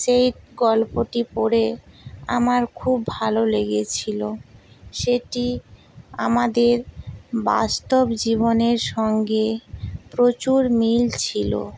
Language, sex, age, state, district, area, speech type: Bengali, female, 60+, West Bengal, Purba Medinipur, rural, spontaneous